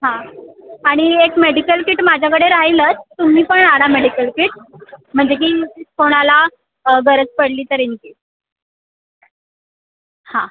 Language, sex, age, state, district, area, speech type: Marathi, female, 18-30, Maharashtra, Mumbai Suburban, urban, conversation